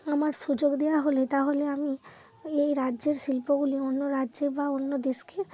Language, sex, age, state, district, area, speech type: Bengali, female, 30-45, West Bengal, Hooghly, urban, spontaneous